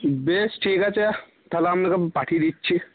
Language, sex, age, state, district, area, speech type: Bengali, male, 18-30, West Bengal, Cooch Behar, rural, conversation